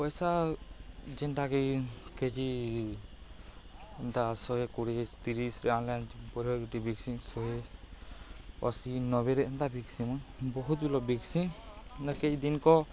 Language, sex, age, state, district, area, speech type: Odia, male, 18-30, Odisha, Balangir, urban, spontaneous